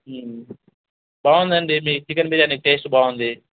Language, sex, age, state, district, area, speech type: Telugu, male, 30-45, Telangana, Hyderabad, rural, conversation